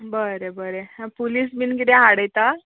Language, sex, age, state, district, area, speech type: Goan Konkani, female, 18-30, Goa, Canacona, rural, conversation